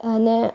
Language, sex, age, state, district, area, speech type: Gujarati, female, 18-30, Gujarat, Valsad, rural, spontaneous